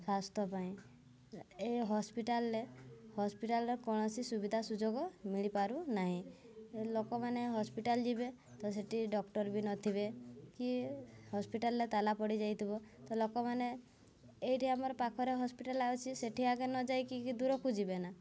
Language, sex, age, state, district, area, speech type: Odia, female, 18-30, Odisha, Mayurbhanj, rural, spontaneous